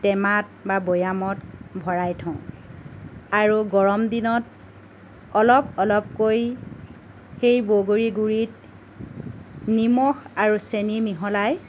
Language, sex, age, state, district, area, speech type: Assamese, female, 45-60, Assam, Lakhimpur, rural, spontaneous